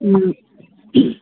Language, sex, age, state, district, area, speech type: Manipuri, female, 18-30, Manipur, Kangpokpi, urban, conversation